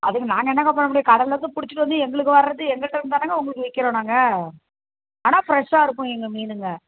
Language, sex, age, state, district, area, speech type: Tamil, female, 45-60, Tamil Nadu, Kallakurichi, rural, conversation